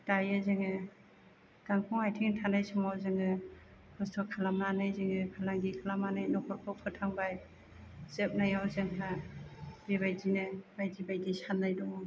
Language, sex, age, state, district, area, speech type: Bodo, female, 30-45, Assam, Chirang, urban, spontaneous